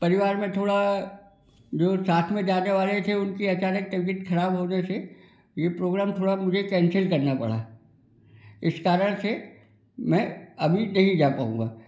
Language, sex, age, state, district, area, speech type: Hindi, male, 60+, Madhya Pradesh, Gwalior, rural, spontaneous